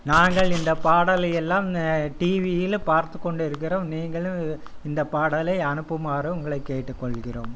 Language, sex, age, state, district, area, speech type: Tamil, male, 60+, Tamil Nadu, Coimbatore, urban, spontaneous